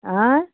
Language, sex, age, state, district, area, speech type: Hindi, female, 60+, Bihar, Samastipur, rural, conversation